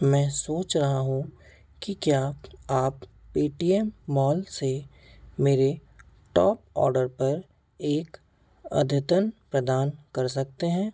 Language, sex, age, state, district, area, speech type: Hindi, male, 18-30, Madhya Pradesh, Seoni, urban, read